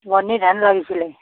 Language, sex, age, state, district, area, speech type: Assamese, female, 45-60, Assam, Darrang, rural, conversation